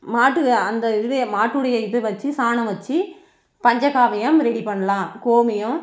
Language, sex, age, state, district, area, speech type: Tamil, female, 60+, Tamil Nadu, Krishnagiri, rural, spontaneous